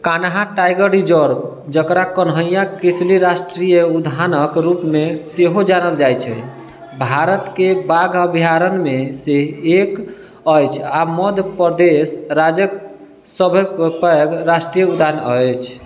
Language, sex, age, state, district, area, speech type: Maithili, male, 30-45, Bihar, Sitamarhi, urban, read